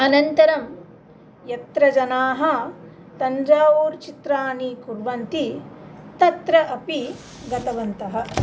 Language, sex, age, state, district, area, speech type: Sanskrit, female, 45-60, Andhra Pradesh, Nellore, urban, spontaneous